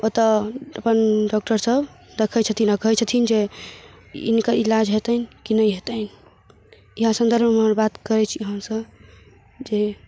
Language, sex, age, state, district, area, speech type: Maithili, female, 18-30, Bihar, Darbhanga, rural, spontaneous